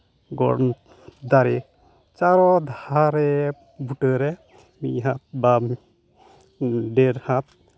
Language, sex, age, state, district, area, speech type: Santali, male, 45-60, West Bengal, Uttar Dinajpur, rural, spontaneous